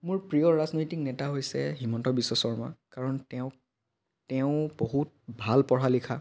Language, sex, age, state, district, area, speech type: Assamese, male, 18-30, Assam, Biswanath, rural, spontaneous